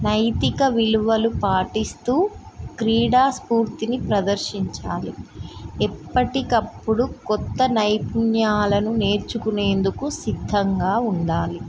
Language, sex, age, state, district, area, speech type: Telugu, female, 30-45, Telangana, Mulugu, rural, spontaneous